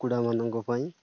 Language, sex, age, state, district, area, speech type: Odia, male, 30-45, Odisha, Nabarangpur, urban, spontaneous